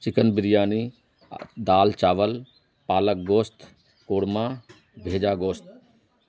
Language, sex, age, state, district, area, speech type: Urdu, male, 45-60, Bihar, Araria, rural, spontaneous